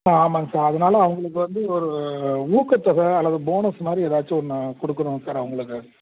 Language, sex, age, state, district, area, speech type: Tamil, male, 30-45, Tamil Nadu, Perambalur, urban, conversation